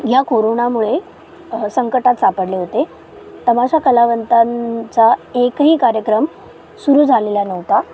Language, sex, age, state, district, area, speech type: Marathi, female, 18-30, Maharashtra, Solapur, urban, spontaneous